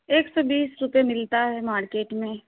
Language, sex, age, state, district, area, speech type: Urdu, female, 30-45, Bihar, Saharsa, rural, conversation